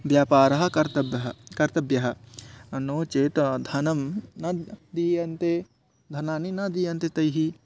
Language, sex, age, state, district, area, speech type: Sanskrit, male, 18-30, West Bengal, Paschim Medinipur, urban, spontaneous